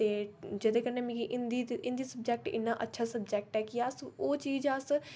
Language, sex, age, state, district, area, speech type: Dogri, female, 18-30, Jammu and Kashmir, Reasi, rural, spontaneous